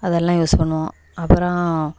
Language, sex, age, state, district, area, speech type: Tamil, female, 30-45, Tamil Nadu, Thoothukudi, rural, spontaneous